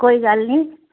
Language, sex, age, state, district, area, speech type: Punjabi, female, 60+, Punjab, Barnala, rural, conversation